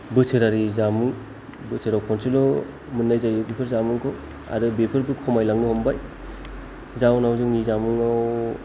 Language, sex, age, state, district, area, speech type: Bodo, male, 30-45, Assam, Kokrajhar, rural, spontaneous